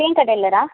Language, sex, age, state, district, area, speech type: Tamil, female, 18-30, Tamil Nadu, Mayiladuthurai, rural, conversation